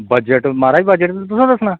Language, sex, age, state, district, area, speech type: Dogri, male, 45-60, Jammu and Kashmir, Kathua, urban, conversation